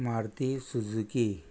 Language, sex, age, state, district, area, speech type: Goan Konkani, male, 45-60, Goa, Murmgao, rural, spontaneous